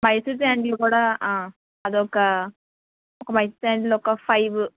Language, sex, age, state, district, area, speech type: Telugu, female, 18-30, Andhra Pradesh, East Godavari, rural, conversation